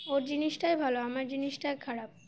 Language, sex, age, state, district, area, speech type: Bengali, female, 18-30, West Bengal, Dakshin Dinajpur, urban, spontaneous